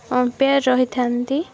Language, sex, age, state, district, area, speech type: Odia, female, 18-30, Odisha, Puri, urban, spontaneous